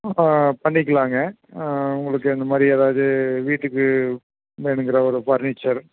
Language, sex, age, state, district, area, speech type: Tamil, male, 45-60, Tamil Nadu, Erode, rural, conversation